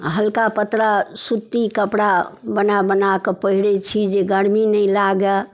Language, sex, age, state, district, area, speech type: Maithili, female, 60+, Bihar, Darbhanga, urban, spontaneous